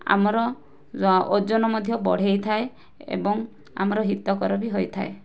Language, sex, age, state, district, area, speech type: Odia, female, 18-30, Odisha, Kandhamal, rural, spontaneous